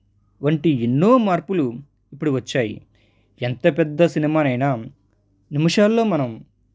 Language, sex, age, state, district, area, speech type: Telugu, male, 30-45, Andhra Pradesh, East Godavari, rural, spontaneous